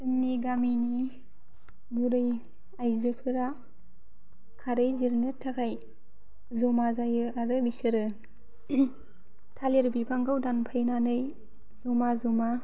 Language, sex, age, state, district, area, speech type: Bodo, female, 18-30, Assam, Baksa, rural, spontaneous